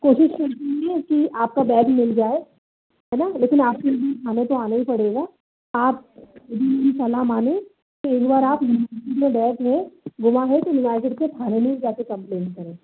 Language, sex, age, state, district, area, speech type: Hindi, male, 30-45, Madhya Pradesh, Bhopal, urban, conversation